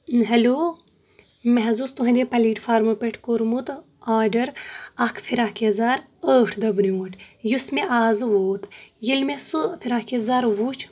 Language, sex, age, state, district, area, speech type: Kashmiri, female, 30-45, Jammu and Kashmir, Shopian, rural, spontaneous